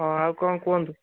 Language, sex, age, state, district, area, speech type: Odia, male, 18-30, Odisha, Ganjam, urban, conversation